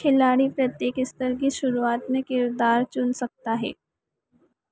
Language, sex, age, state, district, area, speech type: Hindi, female, 18-30, Madhya Pradesh, Harda, urban, read